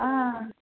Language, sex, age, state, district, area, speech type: Goan Konkani, female, 18-30, Goa, Salcete, rural, conversation